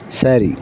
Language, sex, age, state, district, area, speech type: Tamil, male, 45-60, Tamil Nadu, Thoothukudi, urban, read